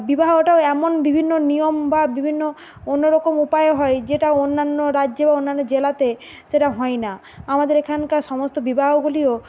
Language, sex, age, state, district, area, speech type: Bengali, female, 45-60, West Bengal, Bankura, urban, spontaneous